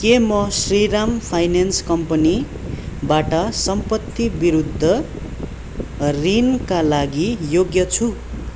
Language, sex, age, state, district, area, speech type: Nepali, male, 18-30, West Bengal, Darjeeling, rural, read